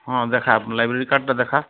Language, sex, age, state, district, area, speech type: Odia, male, 45-60, Odisha, Bargarh, rural, conversation